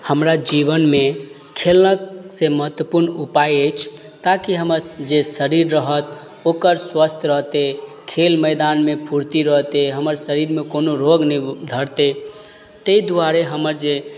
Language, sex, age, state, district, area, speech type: Maithili, male, 18-30, Bihar, Madhubani, rural, spontaneous